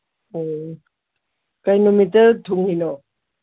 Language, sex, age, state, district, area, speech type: Manipuri, female, 45-60, Manipur, Imphal East, rural, conversation